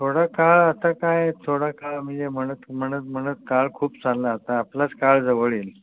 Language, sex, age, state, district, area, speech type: Marathi, male, 60+, Maharashtra, Mumbai Suburban, urban, conversation